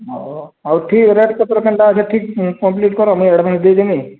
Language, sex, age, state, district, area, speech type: Odia, male, 30-45, Odisha, Boudh, rural, conversation